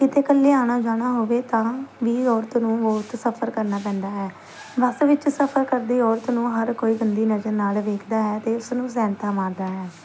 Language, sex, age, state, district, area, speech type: Punjabi, female, 18-30, Punjab, Pathankot, rural, spontaneous